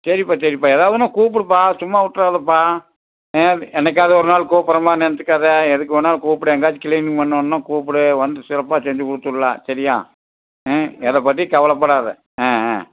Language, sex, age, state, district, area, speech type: Tamil, male, 60+, Tamil Nadu, Tiruppur, rural, conversation